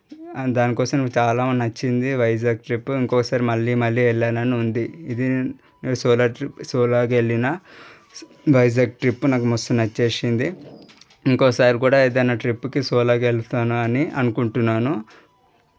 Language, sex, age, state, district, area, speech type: Telugu, male, 18-30, Telangana, Medchal, urban, spontaneous